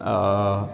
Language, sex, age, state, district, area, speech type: Assamese, male, 30-45, Assam, Goalpara, rural, spontaneous